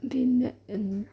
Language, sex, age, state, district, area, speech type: Malayalam, female, 45-60, Kerala, Malappuram, rural, spontaneous